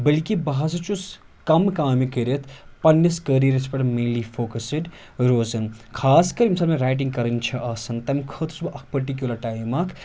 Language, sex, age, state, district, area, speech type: Kashmiri, male, 30-45, Jammu and Kashmir, Anantnag, rural, spontaneous